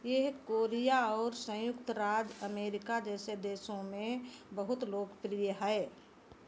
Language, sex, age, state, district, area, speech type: Hindi, female, 60+, Uttar Pradesh, Sitapur, rural, read